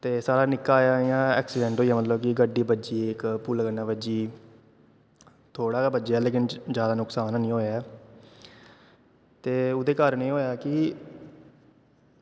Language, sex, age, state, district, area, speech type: Dogri, male, 18-30, Jammu and Kashmir, Kathua, rural, spontaneous